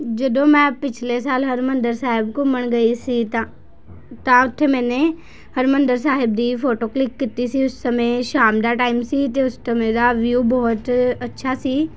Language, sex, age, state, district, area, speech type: Punjabi, female, 18-30, Punjab, Patiala, urban, spontaneous